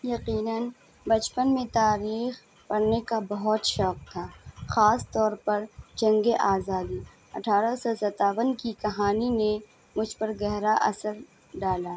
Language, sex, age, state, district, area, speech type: Urdu, female, 18-30, Bihar, Madhubani, urban, spontaneous